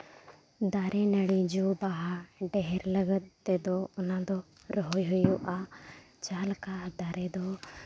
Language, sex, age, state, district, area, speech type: Santali, female, 30-45, Jharkhand, Seraikela Kharsawan, rural, spontaneous